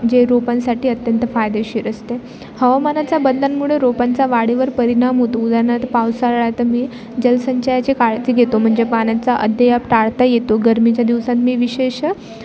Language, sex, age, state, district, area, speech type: Marathi, female, 18-30, Maharashtra, Bhandara, rural, spontaneous